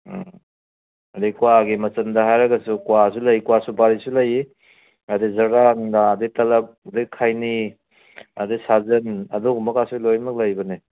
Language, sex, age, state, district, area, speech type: Manipuri, male, 60+, Manipur, Kangpokpi, urban, conversation